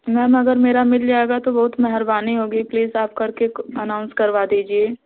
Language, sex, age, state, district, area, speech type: Hindi, female, 18-30, Uttar Pradesh, Azamgarh, rural, conversation